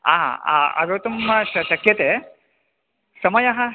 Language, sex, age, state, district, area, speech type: Sanskrit, male, 18-30, Karnataka, Bagalkot, urban, conversation